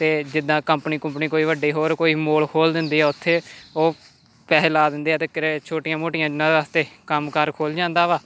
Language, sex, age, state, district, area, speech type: Punjabi, male, 18-30, Punjab, Amritsar, urban, spontaneous